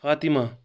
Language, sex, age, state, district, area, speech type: Kashmiri, male, 45-60, Jammu and Kashmir, Kulgam, urban, spontaneous